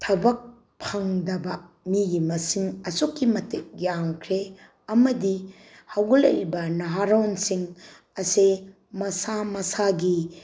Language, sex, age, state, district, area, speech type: Manipuri, female, 45-60, Manipur, Bishnupur, rural, spontaneous